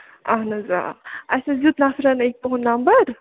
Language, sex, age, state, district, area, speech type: Kashmiri, female, 30-45, Jammu and Kashmir, Ganderbal, rural, conversation